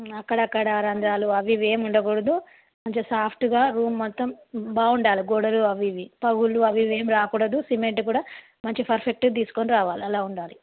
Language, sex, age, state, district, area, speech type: Telugu, female, 30-45, Telangana, Karimnagar, rural, conversation